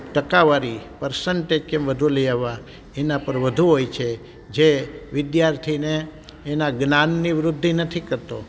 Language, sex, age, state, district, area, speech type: Gujarati, male, 60+, Gujarat, Amreli, rural, spontaneous